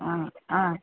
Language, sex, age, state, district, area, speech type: Malayalam, female, 45-60, Kerala, Thiruvananthapuram, rural, conversation